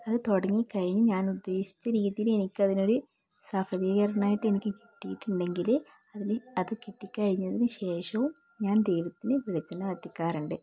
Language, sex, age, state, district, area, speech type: Malayalam, female, 18-30, Kerala, Kannur, rural, spontaneous